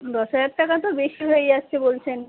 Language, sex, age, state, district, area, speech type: Bengali, female, 45-60, West Bengal, Kolkata, urban, conversation